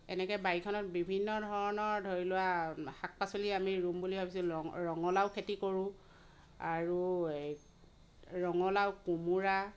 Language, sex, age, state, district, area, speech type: Assamese, female, 30-45, Assam, Dhemaji, rural, spontaneous